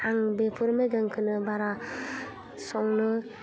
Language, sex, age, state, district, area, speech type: Bodo, female, 30-45, Assam, Udalguri, rural, spontaneous